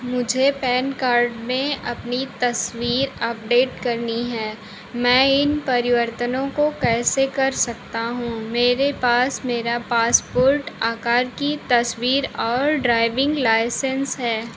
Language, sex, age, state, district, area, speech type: Hindi, female, 45-60, Uttar Pradesh, Ayodhya, rural, read